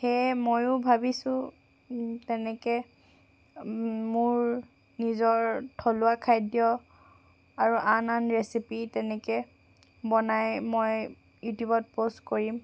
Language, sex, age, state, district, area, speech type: Assamese, female, 18-30, Assam, Sivasagar, urban, spontaneous